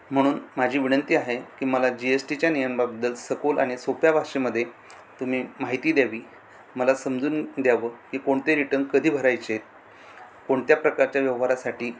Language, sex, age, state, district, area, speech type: Marathi, male, 45-60, Maharashtra, Thane, rural, spontaneous